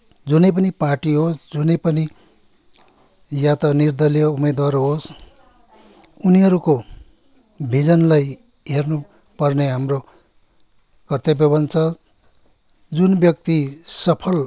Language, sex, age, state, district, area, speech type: Nepali, male, 60+, West Bengal, Kalimpong, rural, spontaneous